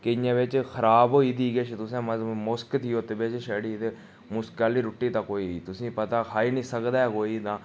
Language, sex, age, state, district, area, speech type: Dogri, male, 30-45, Jammu and Kashmir, Udhampur, rural, spontaneous